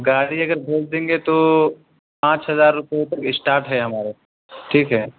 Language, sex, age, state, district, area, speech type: Urdu, male, 18-30, Bihar, Purnia, rural, conversation